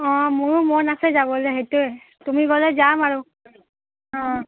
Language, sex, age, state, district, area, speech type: Assamese, female, 30-45, Assam, Charaideo, urban, conversation